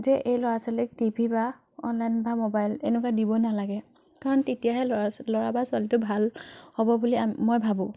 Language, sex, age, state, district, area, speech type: Assamese, female, 30-45, Assam, Biswanath, rural, spontaneous